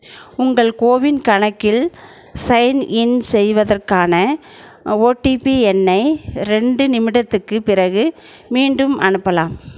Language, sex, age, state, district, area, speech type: Tamil, female, 60+, Tamil Nadu, Erode, rural, read